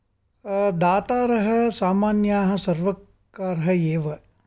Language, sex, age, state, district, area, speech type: Sanskrit, male, 60+, Karnataka, Mysore, urban, spontaneous